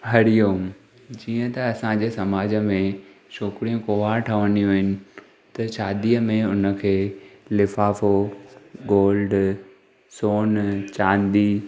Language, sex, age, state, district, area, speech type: Sindhi, male, 18-30, Maharashtra, Thane, urban, spontaneous